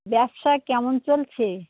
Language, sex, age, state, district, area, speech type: Bengali, female, 60+, West Bengal, Birbhum, urban, conversation